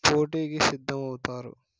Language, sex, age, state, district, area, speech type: Telugu, male, 18-30, Telangana, Suryapet, urban, spontaneous